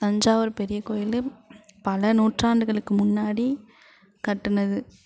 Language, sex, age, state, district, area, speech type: Tamil, female, 30-45, Tamil Nadu, Thanjavur, urban, spontaneous